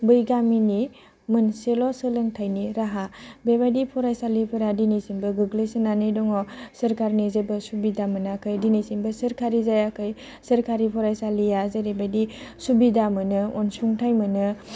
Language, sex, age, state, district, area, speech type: Bodo, female, 18-30, Assam, Udalguri, rural, spontaneous